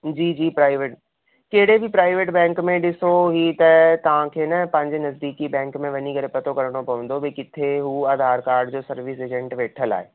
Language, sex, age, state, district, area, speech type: Sindhi, male, 18-30, Rajasthan, Ajmer, urban, conversation